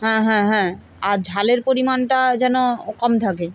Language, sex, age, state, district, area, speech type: Bengali, female, 60+, West Bengal, Purba Medinipur, rural, spontaneous